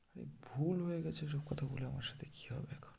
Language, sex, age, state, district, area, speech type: Bengali, male, 30-45, West Bengal, North 24 Parganas, rural, spontaneous